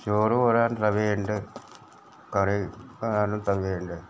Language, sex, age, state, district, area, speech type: Malayalam, male, 60+, Kerala, Wayanad, rural, spontaneous